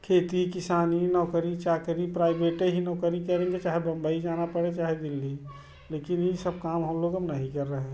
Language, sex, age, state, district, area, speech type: Hindi, male, 30-45, Uttar Pradesh, Prayagraj, rural, spontaneous